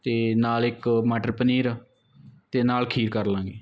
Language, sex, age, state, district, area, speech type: Punjabi, male, 18-30, Punjab, Mansa, rural, spontaneous